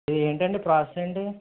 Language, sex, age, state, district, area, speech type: Telugu, male, 45-60, Andhra Pradesh, Eluru, rural, conversation